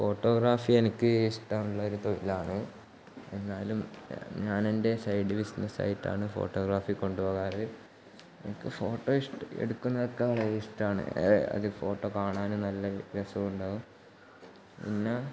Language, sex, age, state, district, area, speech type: Malayalam, male, 18-30, Kerala, Kannur, rural, spontaneous